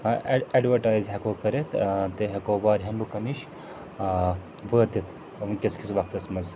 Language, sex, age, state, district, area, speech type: Kashmiri, male, 45-60, Jammu and Kashmir, Srinagar, urban, spontaneous